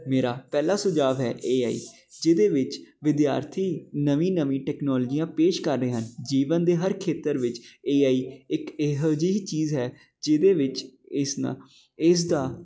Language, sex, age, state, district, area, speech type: Punjabi, male, 18-30, Punjab, Jalandhar, urban, spontaneous